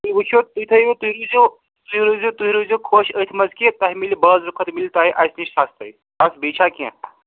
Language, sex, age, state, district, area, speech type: Kashmiri, male, 30-45, Jammu and Kashmir, Srinagar, urban, conversation